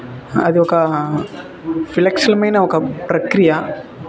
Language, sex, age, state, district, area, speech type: Telugu, male, 18-30, Andhra Pradesh, Sri Balaji, rural, spontaneous